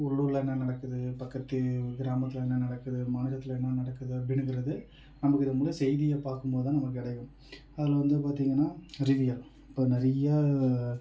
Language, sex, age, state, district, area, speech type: Tamil, male, 30-45, Tamil Nadu, Tiruvarur, rural, spontaneous